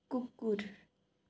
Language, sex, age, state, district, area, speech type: Nepali, female, 18-30, West Bengal, Darjeeling, rural, read